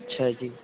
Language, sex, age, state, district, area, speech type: Punjabi, male, 18-30, Punjab, Firozpur, rural, conversation